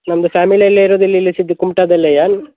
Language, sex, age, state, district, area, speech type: Kannada, male, 30-45, Karnataka, Uttara Kannada, rural, conversation